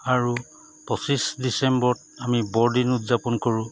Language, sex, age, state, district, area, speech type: Assamese, male, 45-60, Assam, Charaideo, urban, spontaneous